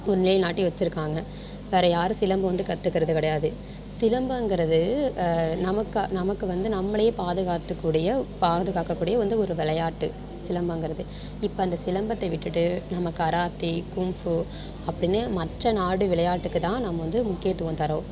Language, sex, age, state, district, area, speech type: Tamil, female, 45-60, Tamil Nadu, Tiruvarur, rural, spontaneous